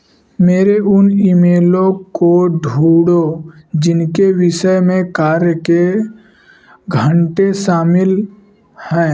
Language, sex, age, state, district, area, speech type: Hindi, male, 18-30, Uttar Pradesh, Varanasi, rural, read